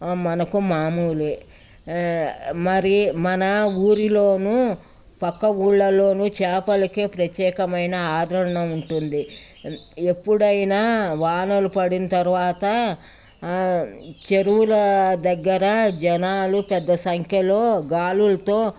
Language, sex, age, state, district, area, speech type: Telugu, female, 60+, Telangana, Ranga Reddy, rural, spontaneous